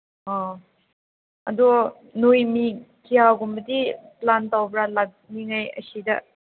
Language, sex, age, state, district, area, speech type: Manipuri, female, 18-30, Manipur, Senapati, urban, conversation